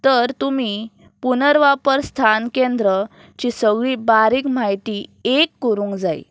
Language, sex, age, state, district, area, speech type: Goan Konkani, female, 18-30, Goa, Pernem, rural, spontaneous